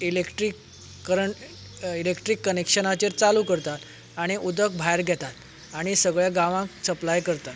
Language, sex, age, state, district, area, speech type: Goan Konkani, male, 45-60, Goa, Canacona, rural, spontaneous